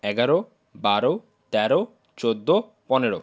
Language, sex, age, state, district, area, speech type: Bengali, male, 60+, West Bengal, Nadia, rural, spontaneous